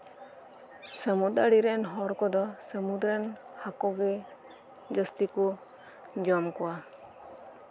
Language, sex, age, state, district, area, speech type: Santali, female, 18-30, West Bengal, Birbhum, rural, spontaneous